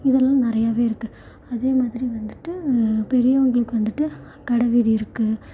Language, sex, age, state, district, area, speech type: Tamil, female, 18-30, Tamil Nadu, Salem, rural, spontaneous